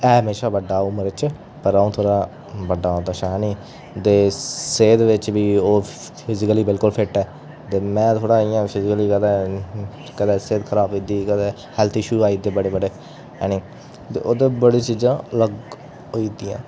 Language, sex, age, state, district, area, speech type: Dogri, male, 30-45, Jammu and Kashmir, Udhampur, urban, spontaneous